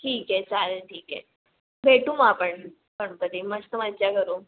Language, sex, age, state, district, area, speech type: Marathi, female, 18-30, Maharashtra, Mumbai Suburban, urban, conversation